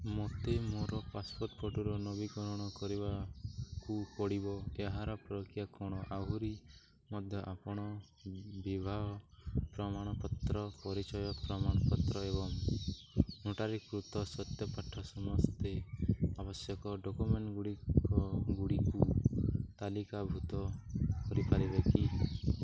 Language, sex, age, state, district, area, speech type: Odia, male, 18-30, Odisha, Nuapada, urban, read